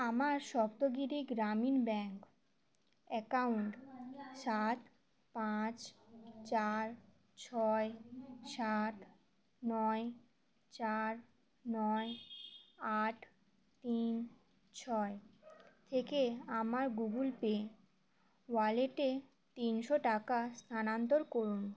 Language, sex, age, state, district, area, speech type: Bengali, female, 18-30, West Bengal, Uttar Dinajpur, rural, read